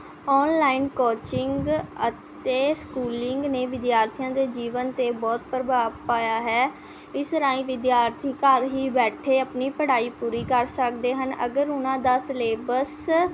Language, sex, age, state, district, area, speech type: Punjabi, female, 18-30, Punjab, Rupnagar, rural, spontaneous